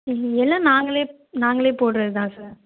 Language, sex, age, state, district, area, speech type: Tamil, female, 18-30, Tamil Nadu, Nagapattinam, rural, conversation